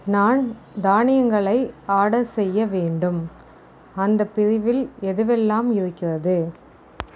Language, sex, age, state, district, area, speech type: Tamil, female, 18-30, Tamil Nadu, Tiruvarur, rural, read